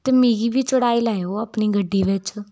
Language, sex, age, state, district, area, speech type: Dogri, female, 18-30, Jammu and Kashmir, Udhampur, rural, spontaneous